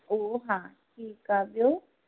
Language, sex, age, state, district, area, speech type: Sindhi, female, 18-30, Maharashtra, Thane, urban, conversation